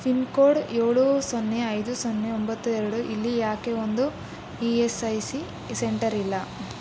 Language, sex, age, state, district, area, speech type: Kannada, female, 18-30, Karnataka, Chitradurga, urban, read